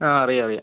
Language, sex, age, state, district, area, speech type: Malayalam, male, 18-30, Kerala, Palakkad, rural, conversation